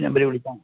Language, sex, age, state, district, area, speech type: Malayalam, male, 60+, Kerala, Idukki, rural, conversation